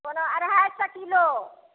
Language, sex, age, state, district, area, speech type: Maithili, female, 45-60, Bihar, Darbhanga, rural, conversation